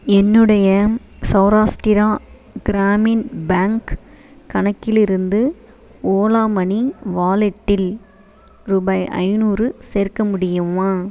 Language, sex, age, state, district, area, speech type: Tamil, female, 45-60, Tamil Nadu, Ariyalur, rural, read